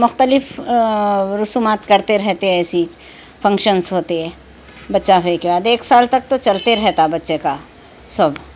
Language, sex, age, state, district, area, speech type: Urdu, female, 60+, Telangana, Hyderabad, urban, spontaneous